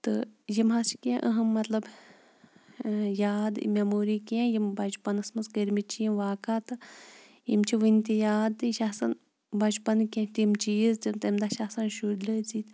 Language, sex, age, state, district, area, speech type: Kashmiri, female, 30-45, Jammu and Kashmir, Kulgam, rural, spontaneous